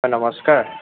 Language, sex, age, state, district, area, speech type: Assamese, male, 18-30, Assam, Lakhimpur, rural, conversation